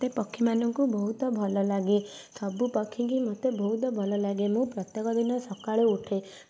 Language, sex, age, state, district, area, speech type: Odia, female, 18-30, Odisha, Kendujhar, urban, spontaneous